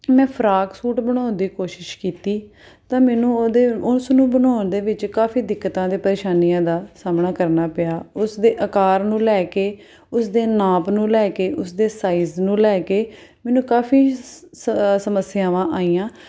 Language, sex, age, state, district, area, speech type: Punjabi, female, 30-45, Punjab, Tarn Taran, urban, spontaneous